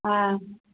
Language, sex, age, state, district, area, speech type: Bodo, female, 30-45, Assam, Baksa, rural, conversation